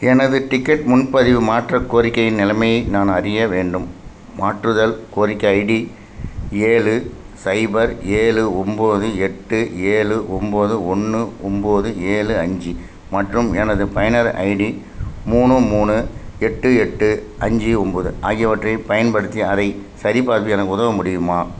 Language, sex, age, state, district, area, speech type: Tamil, male, 45-60, Tamil Nadu, Thanjavur, urban, read